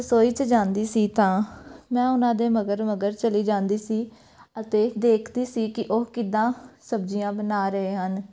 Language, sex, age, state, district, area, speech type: Punjabi, female, 18-30, Punjab, Pathankot, rural, spontaneous